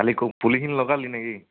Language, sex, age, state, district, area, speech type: Assamese, male, 30-45, Assam, Charaideo, urban, conversation